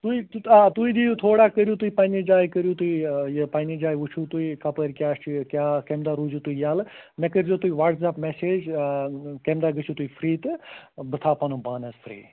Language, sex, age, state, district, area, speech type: Kashmiri, male, 45-60, Jammu and Kashmir, Ganderbal, rural, conversation